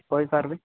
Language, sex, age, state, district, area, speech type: Odia, male, 18-30, Odisha, Nabarangpur, urban, conversation